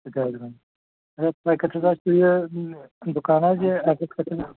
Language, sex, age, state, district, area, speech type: Kashmiri, male, 30-45, Jammu and Kashmir, Pulwama, rural, conversation